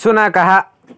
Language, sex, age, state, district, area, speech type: Sanskrit, male, 18-30, Karnataka, Davanagere, rural, read